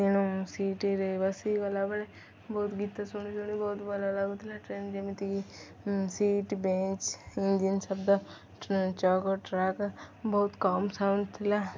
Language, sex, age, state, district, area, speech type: Odia, female, 18-30, Odisha, Jagatsinghpur, rural, spontaneous